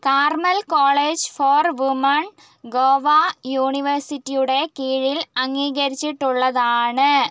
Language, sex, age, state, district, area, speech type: Malayalam, female, 30-45, Kerala, Wayanad, rural, read